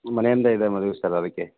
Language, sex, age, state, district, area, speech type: Kannada, male, 30-45, Karnataka, Bagalkot, rural, conversation